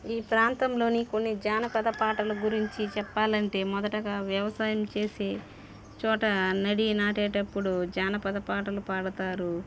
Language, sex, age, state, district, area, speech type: Telugu, female, 30-45, Andhra Pradesh, Sri Balaji, rural, spontaneous